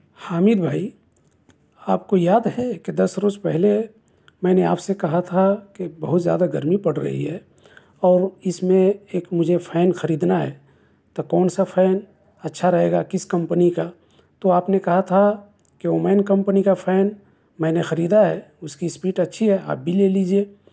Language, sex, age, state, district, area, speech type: Urdu, male, 30-45, Bihar, East Champaran, rural, spontaneous